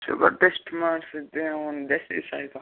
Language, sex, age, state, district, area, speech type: Kannada, male, 18-30, Karnataka, Kolar, rural, conversation